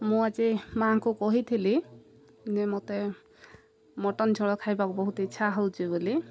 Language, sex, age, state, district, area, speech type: Odia, female, 30-45, Odisha, Koraput, urban, spontaneous